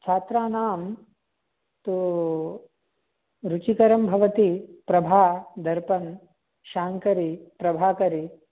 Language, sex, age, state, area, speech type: Sanskrit, male, 18-30, Delhi, urban, conversation